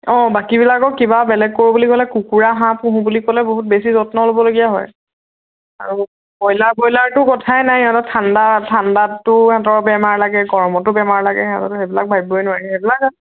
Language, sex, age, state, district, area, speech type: Assamese, female, 30-45, Assam, Lakhimpur, rural, conversation